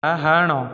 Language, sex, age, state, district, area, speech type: Odia, male, 18-30, Odisha, Jajpur, rural, read